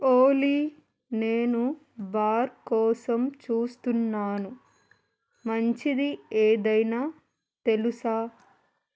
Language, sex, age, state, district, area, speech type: Telugu, female, 45-60, Telangana, Hyderabad, rural, read